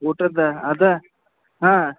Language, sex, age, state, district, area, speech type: Kannada, male, 18-30, Karnataka, Dharwad, rural, conversation